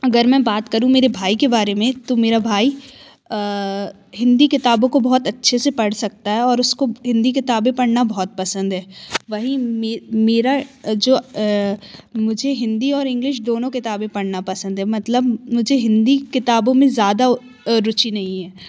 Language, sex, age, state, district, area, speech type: Hindi, female, 18-30, Madhya Pradesh, Jabalpur, urban, spontaneous